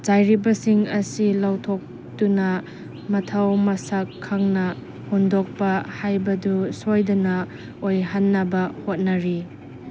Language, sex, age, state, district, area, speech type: Manipuri, female, 30-45, Manipur, Chandel, rural, read